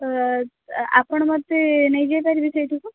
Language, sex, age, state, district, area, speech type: Odia, female, 18-30, Odisha, Sundergarh, urban, conversation